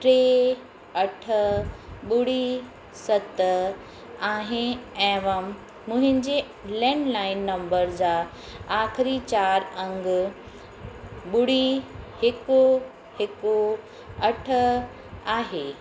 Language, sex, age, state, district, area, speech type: Sindhi, female, 30-45, Uttar Pradesh, Lucknow, rural, read